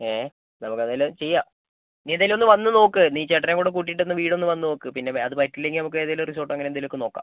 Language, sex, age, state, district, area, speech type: Malayalam, female, 18-30, Kerala, Wayanad, rural, conversation